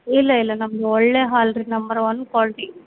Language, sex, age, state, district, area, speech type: Kannada, female, 30-45, Karnataka, Bellary, rural, conversation